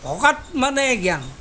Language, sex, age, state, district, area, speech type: Assamese, male, 60+, Assam, Kamrup Metropolitan, urban, spontaneous